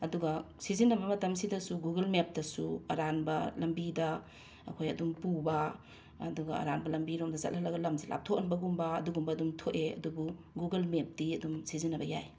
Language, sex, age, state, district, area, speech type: Manipuri, female, 60+, Manipur, Imphal East, urban, spontaneous